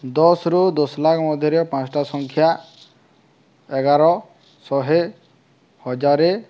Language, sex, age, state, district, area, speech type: Odia, male, 18-30, Odisha, Subarnapur, rural, spontaneous